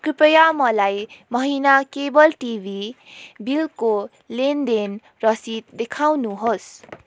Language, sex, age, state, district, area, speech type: Nepali, female, 18-30, West Bengal, Darjeeling, rural, read